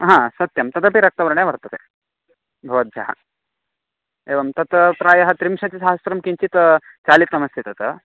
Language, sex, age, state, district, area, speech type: Sanskrit, male, 18-30, Karnataka, Chikkamagaluru, rural, conversation